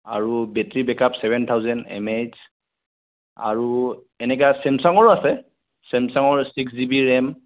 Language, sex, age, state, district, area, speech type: Assamese, male, 30-45, Assam, Sonitpur, rural, conversation